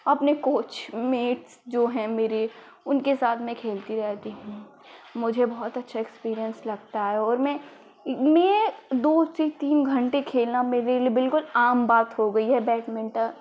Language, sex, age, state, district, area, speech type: Hindi, female, 18-30, Uttar Pradesh, Ghazipur, urban, spontaneous